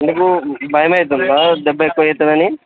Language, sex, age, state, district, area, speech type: Telugu, male, 18-30, Telangana, Medchal, urban, conversation